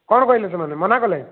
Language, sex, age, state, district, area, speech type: Odia, male, 30-45, Odisha, Puri, urban, conversation